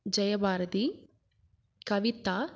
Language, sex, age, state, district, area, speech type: Tamil, female, 18-30, Tamil Nadu, Krishnagiri, rural, spontaneous